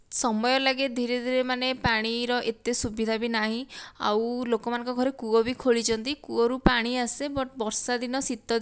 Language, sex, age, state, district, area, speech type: Odia, female, 18-30, Odisha, Dhenkanal, rural, spontaneous